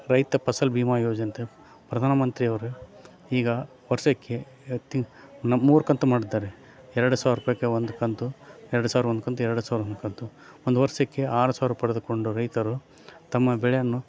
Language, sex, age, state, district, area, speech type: Kannada, male, 30-45, Karnataka, Koppal, rural, spontaneous